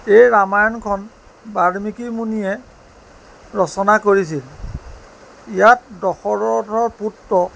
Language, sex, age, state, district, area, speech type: Assamese, male, 30-45, Assam, Jorhat, urban, spontaneous